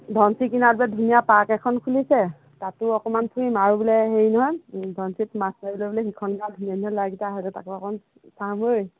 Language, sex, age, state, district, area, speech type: Assamese, female, 45-60, Assam, Golaghat, rural, conversation